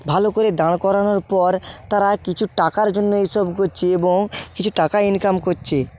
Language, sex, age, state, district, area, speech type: Bengali, male, 30-45, West Bengal, Purba Medinipur, rural, spontaneous